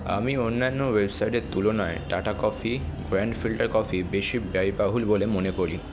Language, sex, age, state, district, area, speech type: Bengali, male, 18-30, West Bengal, Kolkata, urban, read